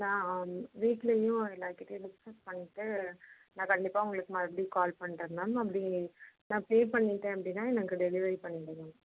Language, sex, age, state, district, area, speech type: Tamil, female, 30-45, Tamil Nadu, Mayiladuthurai, rural, conversation